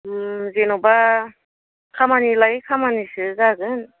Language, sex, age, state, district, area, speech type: Bodo, female, 30-45, Assam, Kokrajhar, rural, conversation